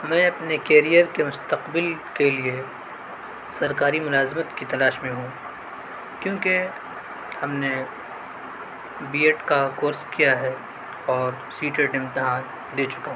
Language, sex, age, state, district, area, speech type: Urdu, male, 18-30, Delhi, South Delhi, urban, spontaneous